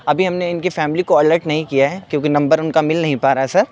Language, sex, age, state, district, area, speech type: Urdu, male, 18-30, Uttar Pradesh, Saharanpur, urban, spontaneous